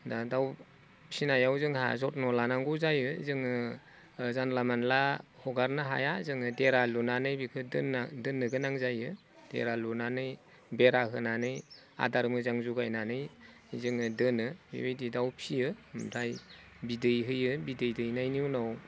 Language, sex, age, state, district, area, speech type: Bodo, male, 45-60, Assam, Udalguri, rural, spontaneous